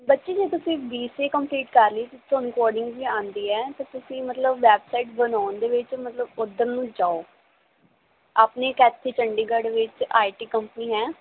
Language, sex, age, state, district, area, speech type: Punjabi, female, 18-30, Punjab, Muktsar, urban, conversation